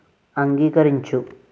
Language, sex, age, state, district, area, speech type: Telugu, male, 45-60, Andhra Pradesh, East Godavari, urban, read